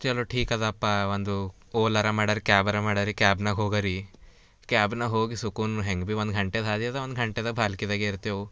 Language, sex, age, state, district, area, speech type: Kannada, male, 18-30, Karnataka, Bidar, urban, spontaneous